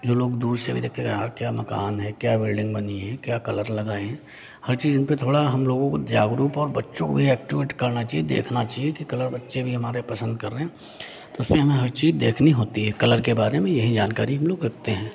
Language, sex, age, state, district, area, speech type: Hindi, male, 45-60, Uttar Pradesh, Hardoi, rural, spontaneous